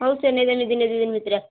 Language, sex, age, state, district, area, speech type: Odia, female, 18-30, Odisha, Subarnapur, urban, conversation